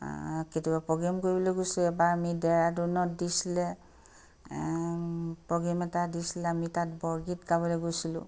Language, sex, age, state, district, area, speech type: Assamese, female, 60+, Assam, Charaideo, urban, spontaneous